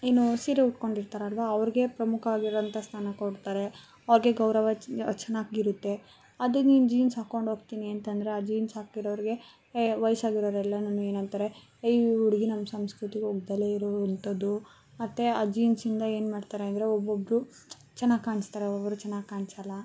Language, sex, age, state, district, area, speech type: Kannada, female, 18-30, Karnataka, Bangalore Rural, urban, spontaneous